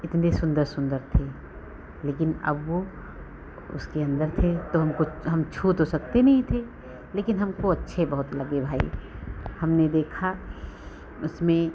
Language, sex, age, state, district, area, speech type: Hindi, female, 45-60, Uttar Pradesh, Lucknow, rural, spontaneous